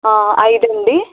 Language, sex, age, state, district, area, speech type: Telugu, female, 45-60, Andhra Pradesh, Kakinada, rural, conversation